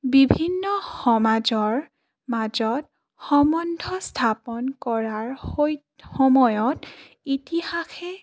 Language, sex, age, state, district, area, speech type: Assamese, female, 18-30, Assam, Charaideo, urban, spontaneous